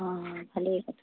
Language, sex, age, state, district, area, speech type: Assamese, male, 60+, Assam, Majuli, urban, conversation